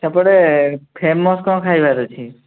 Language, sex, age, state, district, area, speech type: Odia, male, 18-30, Odisha, Mayurbhanj, rural, conversation